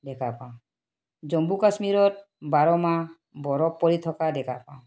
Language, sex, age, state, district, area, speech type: Assamese, female, 45-60, Assam, Tinsukia, urban, spontaneous